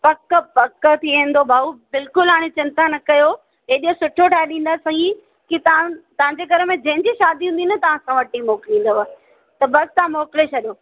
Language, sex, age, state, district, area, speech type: Sindhi, female, 30-45, Maharashtra, Thane, urban, conversation